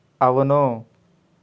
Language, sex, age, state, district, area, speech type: Telugu, male, 18-30, Telangana, Ranga Reddy, urban, read